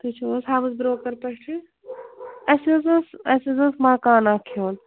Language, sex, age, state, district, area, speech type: Kashmiri, female, 60+, Jammu and Kashmir, Srinagar, urban, conversation